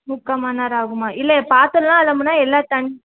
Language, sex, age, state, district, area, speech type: Tamil, female, 18-30, Tamil Nadu, Erode, rural, conversation